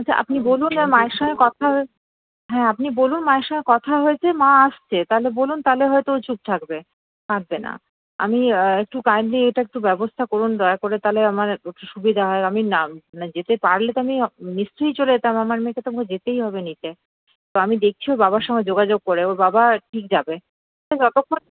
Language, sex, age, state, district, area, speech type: Bengali, female, 30-45, West Bengal, Paschim Bardhaman, rural, conversation